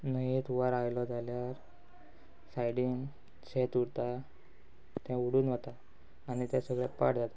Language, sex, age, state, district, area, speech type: Goan Konkani, male, 18-30, Goa, Quepem, rural, spontaneous